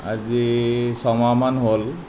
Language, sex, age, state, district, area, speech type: Assamese, male, 30-45, Assam, Nalbari, rural, spontaneous